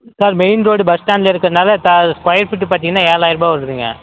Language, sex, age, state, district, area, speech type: Tamil, male, 45-60, Tamil Nadu, Tenkasi, rural, conversation